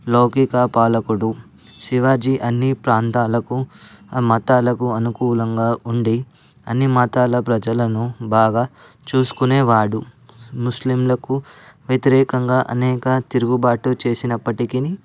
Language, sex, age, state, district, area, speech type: Telugu, male, 18-30, Telangana, Ranga Reddy, urban, spontaneous